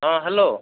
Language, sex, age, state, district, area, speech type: Odia, male, 45-60, Odisha, Kandhamal, rural, conversation